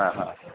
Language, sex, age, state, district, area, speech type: Marathi, male, 60+, Maharashtra, Palghar, rural, conversation